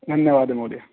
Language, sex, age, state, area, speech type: Sanskrit, male, 18-30, Rajasthan, urban, conversation